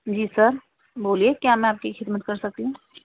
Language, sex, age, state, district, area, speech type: Urdu, female, 30-45, Delhi, East Delhi, urban, conversation